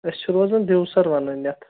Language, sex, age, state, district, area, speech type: Kashmiri, male, 18-30, Jammu and Kashmir, Kulgam, urban, conversation